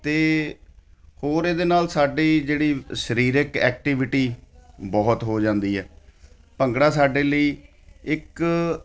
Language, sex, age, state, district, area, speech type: Punjabi, male, 45-60, Punjab, Ludhiana, urban, spontaneous